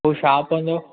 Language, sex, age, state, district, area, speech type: Sindhi, male, 18-30, Maharashtra, Thane, urban, conversation